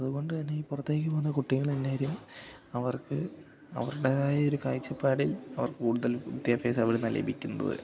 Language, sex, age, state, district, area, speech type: Malayalam, male, 18-30, Kerala, Idukki, rural, spontaneous